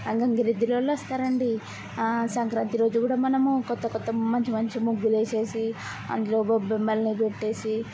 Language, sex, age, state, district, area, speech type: Telugu, female, 18-30, Andhra Pradesh, N T Rama Rao, urban, spontaneous